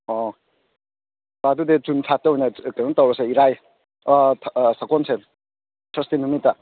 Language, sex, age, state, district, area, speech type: Manipuri, male, 30-45, Manipur, Ukhrul, rural, conversation